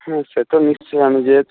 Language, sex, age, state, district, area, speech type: Bengali, male, 60+, West Bengal, Jhargram, rural, conversation